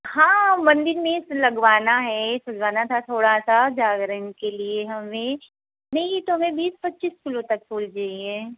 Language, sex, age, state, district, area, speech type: Hindi, female, 60+, Uttar Pradesh, Hardoi, rural, conversation